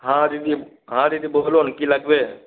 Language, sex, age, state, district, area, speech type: Bengali, male, 18-30, West Bengal, Purba Medinipur, rural, conversation